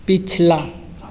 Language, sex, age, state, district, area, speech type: Hindi, male, 18-30, Bihar, Samastipur, rural, read